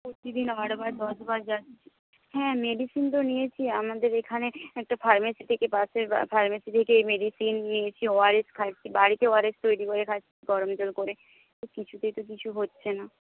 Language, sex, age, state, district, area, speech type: Bengali, female, 45-60, West Bengal, Jhargram, rural, conversation